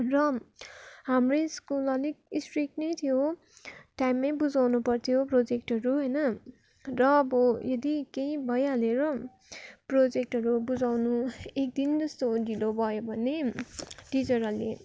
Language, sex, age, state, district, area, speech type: Nepali, female, 30-45, West Bengal, Darjeeling, rural, spontaneous